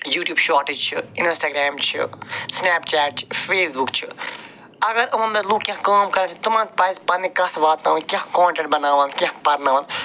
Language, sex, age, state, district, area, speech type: Kashmiri, male, 45-60, Jammu and Kashmir, Budgam, urban, spontaneous